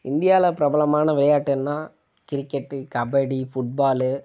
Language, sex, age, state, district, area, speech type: Tamil, male, 18-30, Tamil Nadu, Kallakurichi, urban, spontaneous